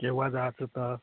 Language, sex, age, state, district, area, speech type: Marathi, male, 30-45, Maharashtra, Nagpur, rural, conversation